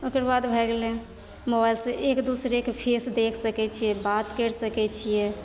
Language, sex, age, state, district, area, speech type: Maithili, female, 18-30, Bihar, Begusarai, rural, spontaneous